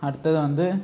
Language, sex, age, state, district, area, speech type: Tamil, male, 18-30, Tamil Nadu, Tiruchirappalli, rural, spontaneous